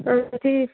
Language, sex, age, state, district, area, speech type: Kashmiri, female, 18-30, Jammu and Kashmir, Bandipora, rural, conversation